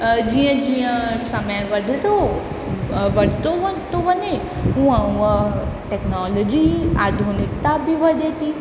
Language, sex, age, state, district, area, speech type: Sindhi, female, 18-30, Uttar Pradesh, Lucknow, urban, spontaneous